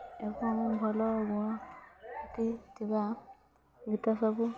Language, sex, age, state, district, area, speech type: Odia, female, 18-30, Odisha, Mayurbhanj, rural, spontaneous